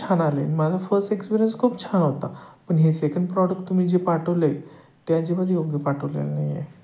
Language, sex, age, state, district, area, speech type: Marathi, male, 30-45, Maharashtra, Satara, urban, spontaneous